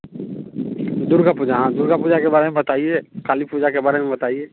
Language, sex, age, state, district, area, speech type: Hindi, male, 30-45, Bihar, Muzaffarpur, urban, conversation